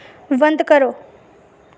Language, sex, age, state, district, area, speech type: Dogri, female, 30-45, Jammu and Kashmir, Reasi, rural, read